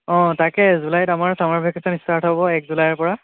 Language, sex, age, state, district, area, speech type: Assamese, male, 18-30, Assam, Nagaon, rural, conversation